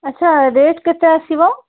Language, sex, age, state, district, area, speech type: Odia, female, 30-45, Odisha, Cuttack, urban, conversation